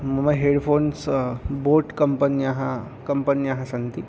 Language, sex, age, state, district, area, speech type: Sanskrit, male, 18-30, Maharashtra, Chandrapur, urban, spontaneous